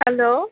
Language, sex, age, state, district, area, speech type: Assamese, female, 30-45, Assam, Lakhimpur, rural, conversation